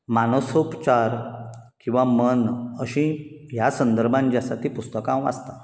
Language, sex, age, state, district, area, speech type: Goan Konkani, male, 45-60, Goa, Bardez, urban, spontaneous